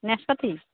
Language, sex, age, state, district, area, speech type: Bengali, female, 45-60, West Bengal, Purba Bardhaman, rural, conversation